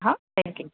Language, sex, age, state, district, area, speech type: Gujarati, female, 30-45, Gujarat, Valsad, urban, conversation